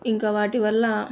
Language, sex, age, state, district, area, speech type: Telugu, female, 30-45, Andhra Pradesh, Nellore, urban, spontaneous